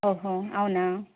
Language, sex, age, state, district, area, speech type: Telugu, female, 30-45, Andhra Pradesh, Krishna, urban, conversation